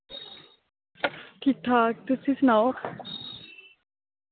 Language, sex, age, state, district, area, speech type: Dogri, female, 18-30, Jammu and Kashmir, Samba, urban, conversation